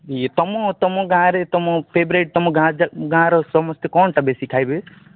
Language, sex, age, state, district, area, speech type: Odia, male, 30-45, Odisha, Nabarangpur, urban, conversation